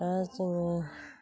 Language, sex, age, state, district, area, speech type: Bodo, female, 45-60, Assam, Chirang, rural, spontaneous